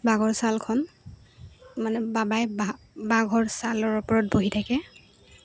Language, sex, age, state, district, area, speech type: Assamese, female, 18-30, Assam, Goalpara, urban, spontaneous